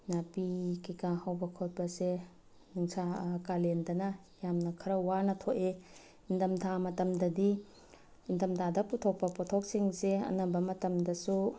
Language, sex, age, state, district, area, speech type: Manipuri, female, 30-45, Manipur, Bishnupur, rural, spontaneous